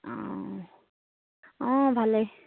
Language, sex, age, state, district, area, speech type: Assamese, female, 18-30, Assam, Charaideo, rural, conversation